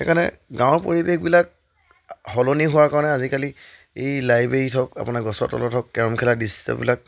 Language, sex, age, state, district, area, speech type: Assamese, male, 30-45, Assam, Charaideo, rural, spontaneous